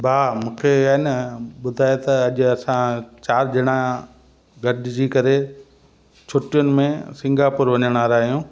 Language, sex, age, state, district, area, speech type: Sindhi, male, 45-60, Gujarat, Kutch, rural, spontaneous